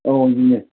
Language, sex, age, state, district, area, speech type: Manipuri, male, 60+, Manipur, Thoubal, rural, conversation